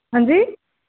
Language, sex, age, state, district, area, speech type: Dogri, female, 18-30, Jammu and Kashmir, Kathua, rural, conversation